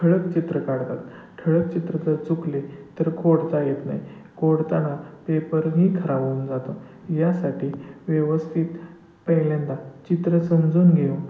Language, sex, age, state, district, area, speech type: Marathi, male, 30-45, Maharashtra, Satara, urban, spontaneous